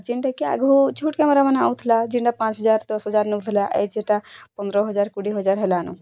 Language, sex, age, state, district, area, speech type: Odia, female, 18-30, Odisha, Bargarh, urban, spontaneous